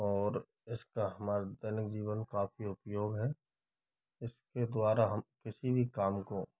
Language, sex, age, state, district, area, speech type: Hindi, male, 30-45, Rajasthan, Karauli, rural, spontaneous